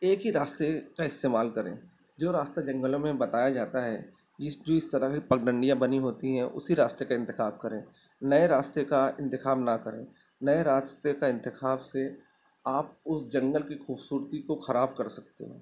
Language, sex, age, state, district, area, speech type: Urdu, male, 30-45, Maharashtra, Nashik, urban, spontaneous